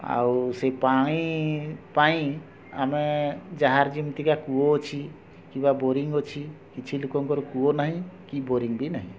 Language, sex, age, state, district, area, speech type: Odia, male, 60+, Odisha, Mayurbhanj, rural, spontaneous